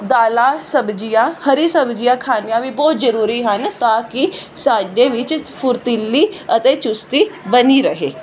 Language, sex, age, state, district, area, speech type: Punjabi, female, 18-30, Punjab, Fazilka, rural, spontaneous